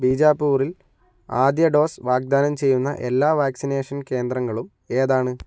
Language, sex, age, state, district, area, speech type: Malayalam, male, 60+, Kerala, Kozhikode, urban, read